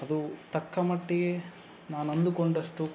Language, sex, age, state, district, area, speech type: Kannada, male, 18-30, Karnataka, Davanagere, urban, spontaneous